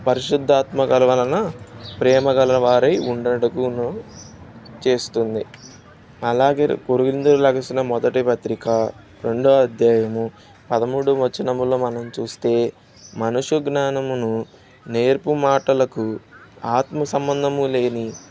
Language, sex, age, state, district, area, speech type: Telugu, male, 18-30, Andhra Pradesh, Bapatla, rural, spontaneous